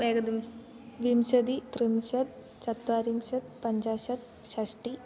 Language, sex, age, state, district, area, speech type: Sanskrit, female, 18-30, Kerala, Kannur, rural, spontaneous